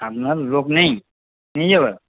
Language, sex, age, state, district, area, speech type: Bengali, male, 60+, West Bengal, Paschim Bardhaman, rural, conversation